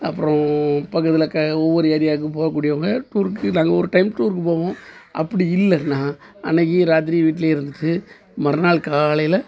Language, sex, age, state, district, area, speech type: Tamil, male, 45-60, Tamil Nadu, Thoothukudi, rural, spontaneous